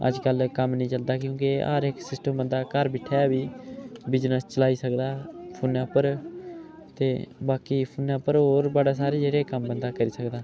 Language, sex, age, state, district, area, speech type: Dogri, male, 18-30, Jammu and Kashmir, Udhampur, rural, spontaneous